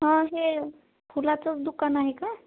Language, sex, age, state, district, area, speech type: Marathi, female, 18-30, Maharashtra, Osmanabad, rural, conversation